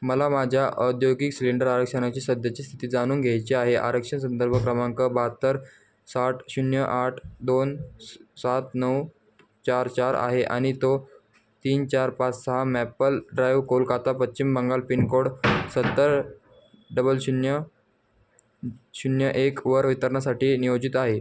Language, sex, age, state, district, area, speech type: Marathi, male, 18-30, Maharashtra, Jalna, urban, read